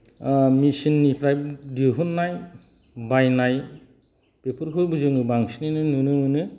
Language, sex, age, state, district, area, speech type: Bodo, male, 45-60, Assam, Kokrajhar, rural, spontaneous